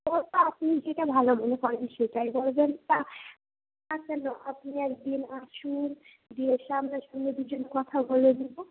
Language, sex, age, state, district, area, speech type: Bengali, female, 18-30, West Bengal, Murshidabad, rural, conversation